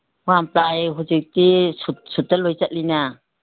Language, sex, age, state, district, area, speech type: Manipuri, female, 60+, Manipur, Imphal East, urban, conversation